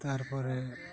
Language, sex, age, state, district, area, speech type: Santali, male, 60+, West Bengal, Dakshin Dinajpur, rural, spontaneous